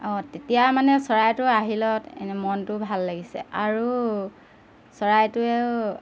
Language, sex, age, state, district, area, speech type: Assamese, female, 30-45, Assam, Golaghat, urban, spontaneous